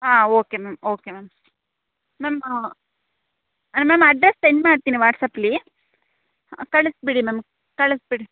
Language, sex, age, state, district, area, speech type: Kannada, female, 18-30, Karnataka, Chikkamagaluru, rural, conversation